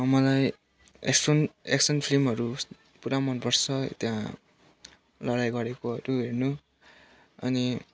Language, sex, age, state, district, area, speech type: Nepali, male, 18-30, West Bengal, Kalimpong, rural, spontaneous